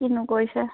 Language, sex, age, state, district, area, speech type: Assamese, female, 30-45, Assam, Lakhimpur, rural, conversation